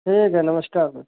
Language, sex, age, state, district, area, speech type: Hindi, male, 30-45, Uttar Pradesh, Sitapur, rural, conversation